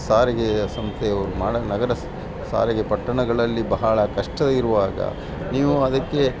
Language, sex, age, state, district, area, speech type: Kannada, male, 60+, Karnataka, Dakshina Kannada, rural, spontaneous